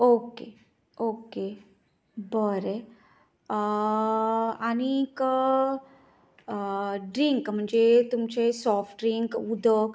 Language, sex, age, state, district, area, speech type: Goan Konkani, female, 30-45, Goa, Canacona, rural, spontaneous